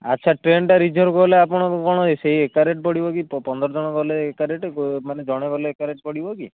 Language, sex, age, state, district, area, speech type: Odia, male, 18-30, Odisha, Kendujhar, urban, conversation